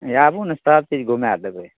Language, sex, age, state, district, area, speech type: Maithili, male, 45-60, Bihar, Madhepura, rural, conversation